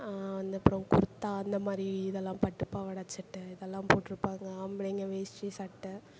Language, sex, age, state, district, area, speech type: Tamil, female, 45-60, Tamil Nadu, Perambalur, urban, spontaneous